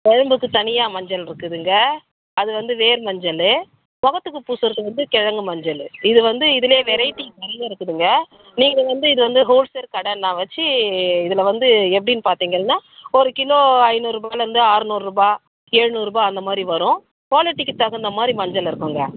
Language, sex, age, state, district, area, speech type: Tamil, female, 30-45, Tamil Nadu, Tiruvannamalai, urban, conversation